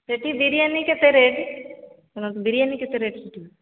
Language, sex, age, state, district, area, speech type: Odia, female, 45-60, Odisha, Sambalpur, rural, conversation